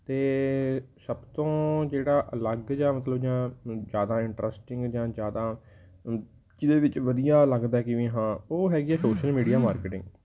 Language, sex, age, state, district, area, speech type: Punjabi, male, 18-30, Punjab, Patiala, rural, spontaneous